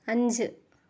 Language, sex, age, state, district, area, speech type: Malayalam, female, 30-45, Kerala, Ernakulam, rural, read